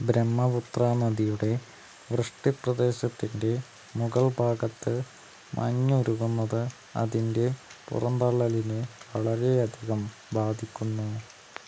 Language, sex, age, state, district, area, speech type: Malayalam, male, 18-30, Kerala, Palakkad, urban, read